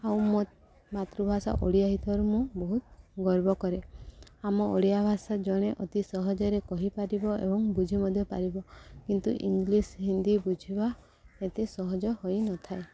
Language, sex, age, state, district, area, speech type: Odia, female, 30-45, Odisha, Subarnapur, urban, spontaneous